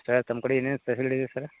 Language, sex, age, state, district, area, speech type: Kannada, male, 30-45, Karnataka, Vijayapura, rural, conversation